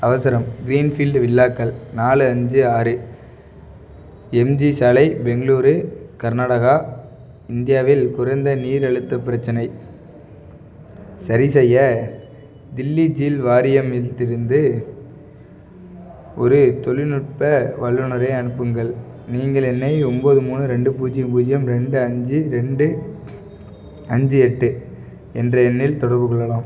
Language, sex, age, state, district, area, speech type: Tamil, male, 18-30, Tamil Nadu, Perambalur, rural, read